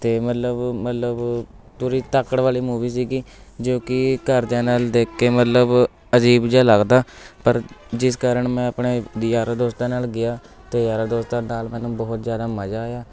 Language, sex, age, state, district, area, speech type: Punjabi, male, 18-30, Punjab, Shaheed Bhagat Singh Nagar, urban, spontaneous